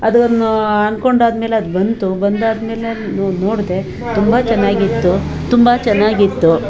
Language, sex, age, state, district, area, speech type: Kannada, female, 45-60, Karnataka, Bangalore Urban, rural, spontaneous